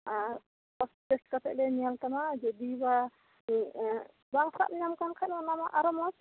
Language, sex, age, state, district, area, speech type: Santali, female, 30-45, West Bengal, Birbhum, rural, conversation